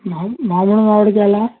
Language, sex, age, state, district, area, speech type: Telugu, male, 60+, Andhra Pradesh, Konaseema, rural, conversation